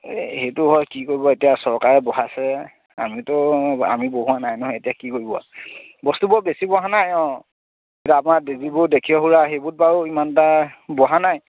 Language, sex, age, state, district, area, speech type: Assamese, male, 30-45, Assam, Charaideo, rural, conversation